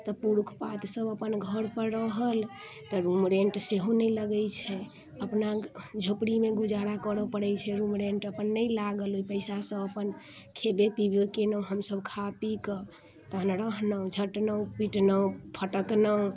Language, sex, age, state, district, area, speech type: Maithili, female, 30-45, Bihar, Muzaffarpur, urban, spontaneous